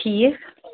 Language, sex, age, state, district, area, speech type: Kashmiri, female, 30-45, Jammu and Kashmir, Shopian, rural, conversation